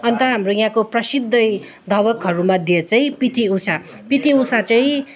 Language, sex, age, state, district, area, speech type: Nepali, female, 30-45, West Bengal, Kalimpong, rural, spontaneous